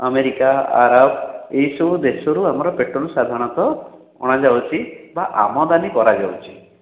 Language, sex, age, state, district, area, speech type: Odia, male, 60+, Odisha, Khordha, rural, conversation